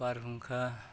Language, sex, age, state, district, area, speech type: Bodo, male, 45-60, Assam, Kokrajhar, urban, spontaneous